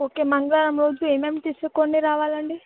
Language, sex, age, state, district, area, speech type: Telugu, female, 18-30, Telangana, Vikarabad, urban, conversation